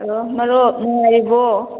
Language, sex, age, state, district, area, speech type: Manipuri, female, 30-45, Manipur, Kakching, rural, conversation